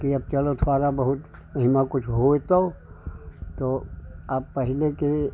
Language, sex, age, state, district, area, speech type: Hindi, male, 60+, Uttar Pradesh, Hardoi, rural, spontaneous